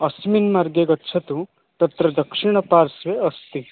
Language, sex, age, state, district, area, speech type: Sanskrit, male, 18-30, Odisha, Puri, rural, conversation